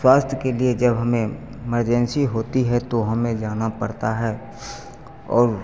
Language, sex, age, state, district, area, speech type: Hindi, male, 30-45, Bihar, Begusarai, rural, spontaneous